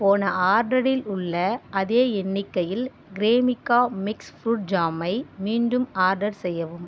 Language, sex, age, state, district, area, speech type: Tamil, female, 30-45, Tamil Nadu, Viluppuram, rural, read